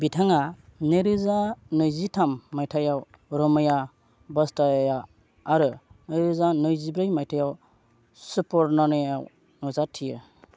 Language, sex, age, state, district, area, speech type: Bodo, male, 30-45, Assam, Kokrajhar, rural, read